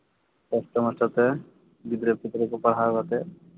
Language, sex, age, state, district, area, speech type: Santali, male, 18-30, Jharkhand, East Singhbhum, rural, conversation